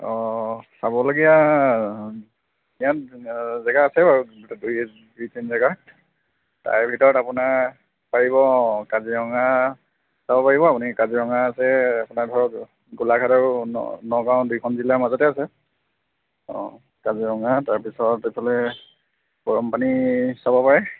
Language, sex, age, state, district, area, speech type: Assamese, male, 18-30, Assam, Golaghat, urban, conversation